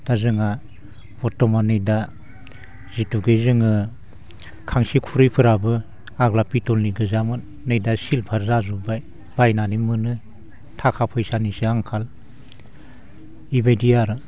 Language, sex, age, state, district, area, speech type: Bodo, male, 60+, Assam, Baksa, urban, spontaneous